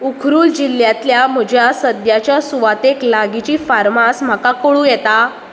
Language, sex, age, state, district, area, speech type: Goan Konkani, female, 18-30, Goa, Canacona, rural, read